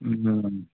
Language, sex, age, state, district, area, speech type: Kannada, male, 45-60, Karnataka, Koppal, rural, conversation